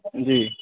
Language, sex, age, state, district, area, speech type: Urdu, male, 30-45, Uttar Pradesh, Mau, urban, conversation